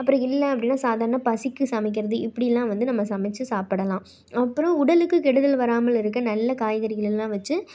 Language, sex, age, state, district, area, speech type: Tamil, female, 18-30, Tamil Nadu, Tiruppur, urban, spontaneous